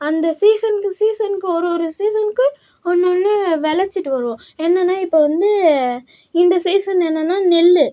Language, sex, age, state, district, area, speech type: Tamil, female, 18-30, Tamil Nadu, Cuddalore, rural, spontaneous